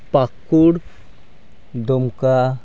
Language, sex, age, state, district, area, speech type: Santali, male, 18-30, Jharkhand, Pakur, rural, spontaneous